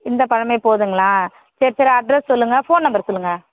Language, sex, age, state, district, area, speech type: Tamil, female, 30-45, Tamil Nadu, Kallakurichi, rural, conversation